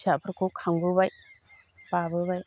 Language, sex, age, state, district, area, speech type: Bodo, female, 60+, Assam, Chirang, rural, spontaneous